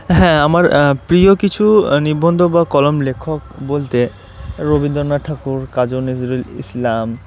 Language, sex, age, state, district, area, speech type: Bengali, male, 18-30, West Bengal, Murshidabad, urban, spontaneous